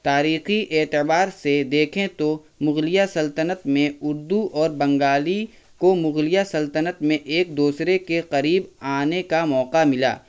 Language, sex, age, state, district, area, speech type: Urdu, male, 30-45, Bihar, Araria, rural, spontaneous